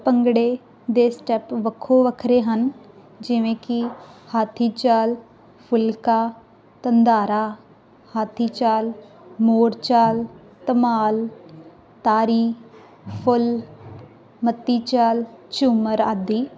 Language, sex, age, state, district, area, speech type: Punjabi, female, 18-30, Punjab, Muktsar, rural, spontaneous